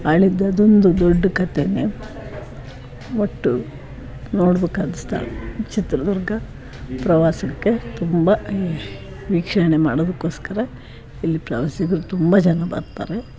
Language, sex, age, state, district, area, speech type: Kannada, female, 60+, Karnataka, Chitradurga, rural, spontaneous